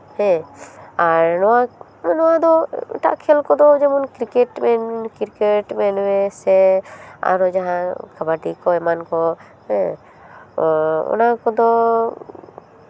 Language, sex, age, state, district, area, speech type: Santali, female, 30-45, West Bengal, Paschim Bardhaman, urban, spontaneous